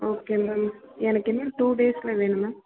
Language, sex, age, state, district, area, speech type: Tamil, female, 18-30, Tamil Nadu, Perambalur, rural, conversation